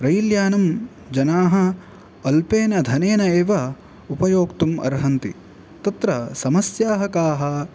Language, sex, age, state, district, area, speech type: Sanskrit, male, 18-30, Karnataka, Uttara Kannada, rural, spontaneous